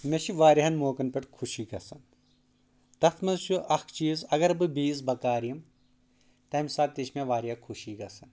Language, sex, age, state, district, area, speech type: Kashmiri, male, 18-30, Jammu and Kashmir, Anantnag, rural, spontaneous